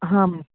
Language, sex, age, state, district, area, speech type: Sanskrit, male, 18-30, Karnataka, Vijayanagara, rural, conversation